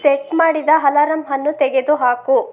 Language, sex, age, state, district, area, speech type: Kannada, female, 30-45, Karnataka, Chitradurga, rural, read